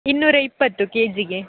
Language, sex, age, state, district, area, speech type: Kannada, female, 18-30, Karnataka, Dakshina Kannada, rural, conversation